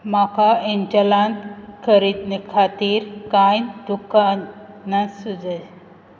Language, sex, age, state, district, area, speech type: Goan Konkani, female, 18-30, Goa, Quepem, rural, read